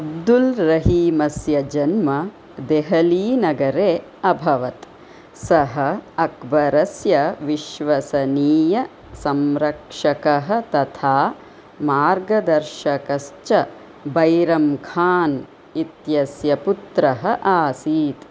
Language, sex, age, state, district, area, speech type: Sanskrit, female, 45-60, Karnataka, Chikkaballapur, urban, read